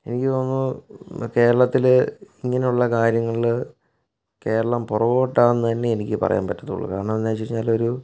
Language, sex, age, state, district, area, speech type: Malayalam, male, 30-45, Kerala, Kottayam, urban, spontaneous